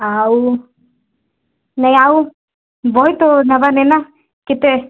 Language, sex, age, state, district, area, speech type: Odia, female, 18-30, Odisha, Kalahandi, rural, conversation